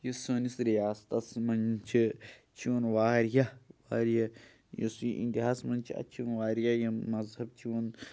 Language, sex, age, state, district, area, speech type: Kashmiri, male, 18-30, Jammu and Kashmir, Pulwama, rural, spontaneous